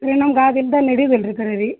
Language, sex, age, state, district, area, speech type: Kannada, female, 60+, Karnataka, Belgaum, rural, conversation